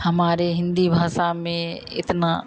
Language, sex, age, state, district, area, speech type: Hindi, female, 60+, Bihar, Madhepura, rural, spontaneous